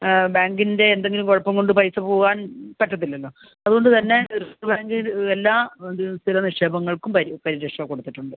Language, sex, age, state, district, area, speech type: Malayalam, female, 60+, Kerala, Kasaragod, urban, conversation